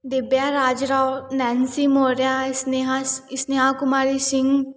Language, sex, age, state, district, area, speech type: Hindi, female, 18-30, Uttar Pradesh, Varanasi, urban, spontaneous